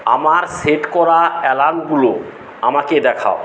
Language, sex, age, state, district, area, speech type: Bengali, male, 45-60, West Bengal, Paschim Medinipur, rural, read